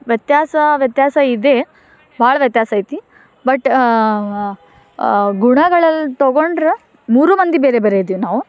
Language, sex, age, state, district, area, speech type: Kannada, female, 18-30, Karnataka, Dharwad, rural, spontaneous